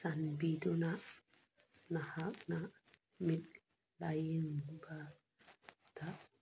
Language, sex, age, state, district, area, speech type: Manipuri, female, 45-60, Manipur, Churachandpur, urban, read